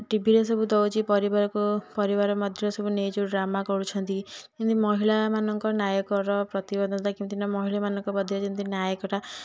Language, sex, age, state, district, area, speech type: Odia, female, 18-30, Odisha, Puri, urban, spontaneous